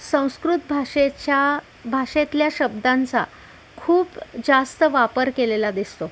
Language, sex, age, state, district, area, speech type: Marathi, female, 45-60, Maharashtra, Pune, urban, spontaneous